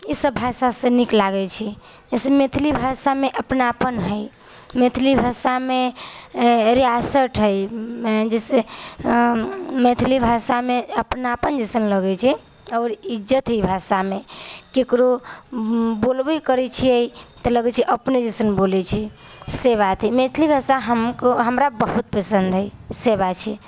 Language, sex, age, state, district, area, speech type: Maithili, female, 18-30, Bihar, Samastipur, urban, spontaneous